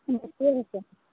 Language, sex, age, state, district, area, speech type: Assamese, female, 30-45, Assam, Dibrugarh, rural, conversation